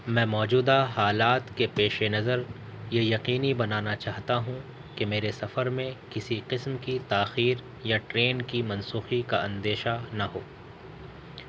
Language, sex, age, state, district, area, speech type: Urdu, male, 18-30, Delhi, North East Delhi, urban, spontaneous